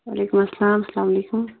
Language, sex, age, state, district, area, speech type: Kashmiri, female, 18-30, Jammu and Kashmir, Budgam, rural, conversation